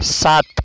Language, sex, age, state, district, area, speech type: Marathi, male, 18-30, Maharashtra, Washim, rural, read